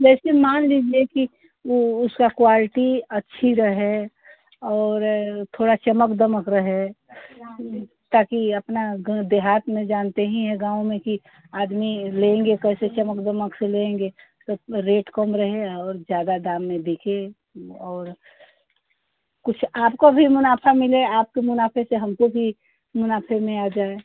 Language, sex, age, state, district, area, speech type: Hindi, female, 60+, Uttar Pradesh, Ghazipur, rural, conversation